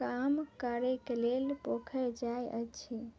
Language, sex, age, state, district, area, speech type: Maithili, female, 18-30, Bihar, Madhubani, rural, spontaneous